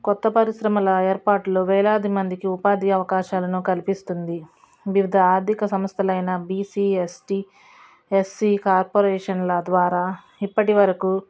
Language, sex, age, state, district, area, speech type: Telugu, female, 45-60, Andhra Pradesh, Guntur, rural, spontaneous